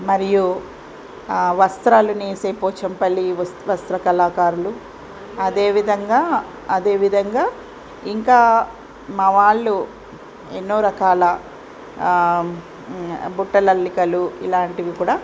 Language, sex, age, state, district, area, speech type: Telugu, female, 45-60, Telangana, Ranga Reddy, rural, spontaneous